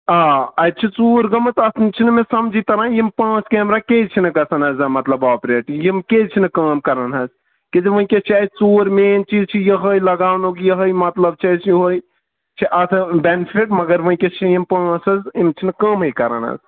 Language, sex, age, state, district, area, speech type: Kashmiri, male, 18-30, Jammu and Kashmir, Shopian, rural, conversation